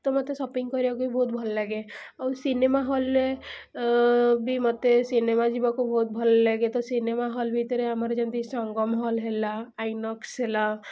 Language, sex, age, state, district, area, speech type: Odia, female, 18-30, Odisha, Cuttack, urban, spontaneous